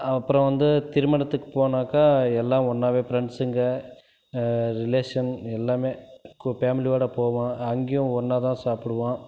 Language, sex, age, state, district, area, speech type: Tamil, male, 30-45, Tamil Nadu, Krishnagiri, rural, spontaneous